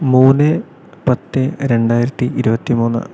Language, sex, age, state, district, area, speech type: Malayalam, male, 18-30, Kerala, Palakkad, rural, spontaneous